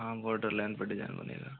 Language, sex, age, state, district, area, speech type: Hindi, male, 45-60, Rajasthan, Jodhpur, rural, conversation